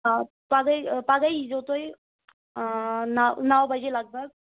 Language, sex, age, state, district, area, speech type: Kashmiri, female, 18-30, Jammu and Kashmir, Anantnag, rural, conversation